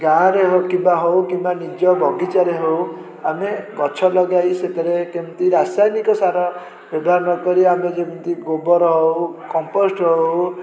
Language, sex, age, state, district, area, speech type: Odia, male, 18-30, Odisha, Puri, urban, spontaneous